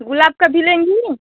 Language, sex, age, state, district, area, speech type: Hindi, female, 30-45, Uttar Pradesh, Chandauli, rural, conversation